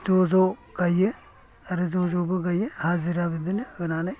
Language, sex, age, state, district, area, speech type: Bodo, male, 60+, Assam, Kokrajhar, rural, spontaneous